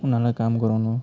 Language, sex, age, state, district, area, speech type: Nepali, male, 30-45, West Bengal, Jalpaiguri, rural, spontaneous